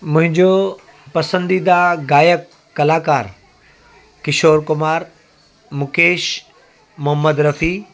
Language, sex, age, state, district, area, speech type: Sindhi, male, 45-60, Gujarat, Surat, urban, spontaneous